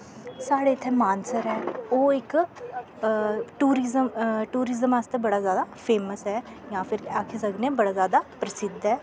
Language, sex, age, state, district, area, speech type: Dogri, female, 18-30, Jammu and Kashmir, Samba, urban, spontaneous